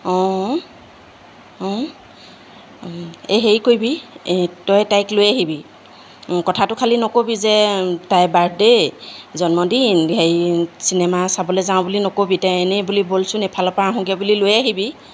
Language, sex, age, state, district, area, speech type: Assamese, female, 45-60, Assam, Jorhat, urban, spontaneous